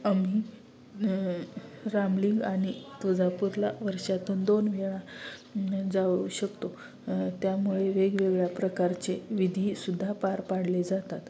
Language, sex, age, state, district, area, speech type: Marathi, female, 30-45, Maharashtra, Osmanabad, rural, spontaneous